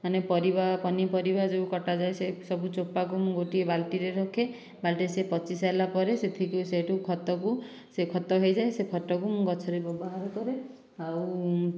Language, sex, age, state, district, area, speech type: Odia, female, 60+, Odisha, Dhenkanal, rural, spontaneous